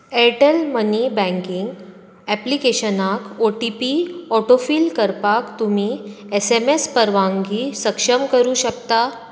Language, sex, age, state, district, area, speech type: Goan Konkani, female, 30-45, Goa, Bardez, urban, read